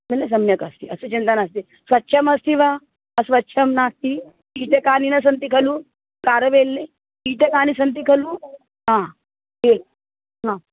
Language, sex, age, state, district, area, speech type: Sanskrit, female, 45-60, Maharashtra, Nagpur, urban, conversation